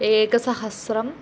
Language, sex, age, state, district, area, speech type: Sanskrit, female, 18-30, Kerala, Thrissur, rural, spontaneous